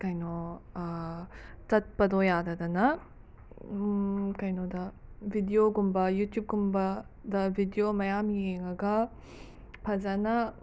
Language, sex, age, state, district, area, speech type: Manipuri, other, 45-60, Manipur, Imphal West, urban, spontaneous